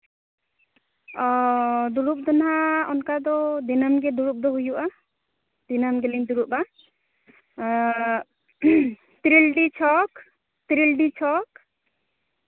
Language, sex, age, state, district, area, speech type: Santali, female, 18-30, Jharkhand, Seraikela Kharsawan, rural, conversation